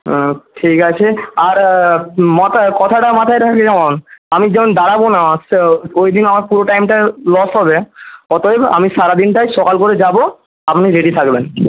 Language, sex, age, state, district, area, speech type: Bengali, male, 45-60, West Bengal, Jhargram, rural, conversation